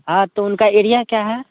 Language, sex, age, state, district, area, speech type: Hindi, male, 18-30, Bihar, Muzaffarpur, urban, conversation